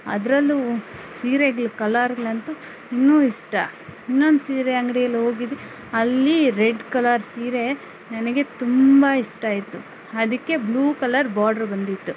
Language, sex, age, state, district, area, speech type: Kannada, female, 30-45, Karnataka, Kolar, urban, spontaneous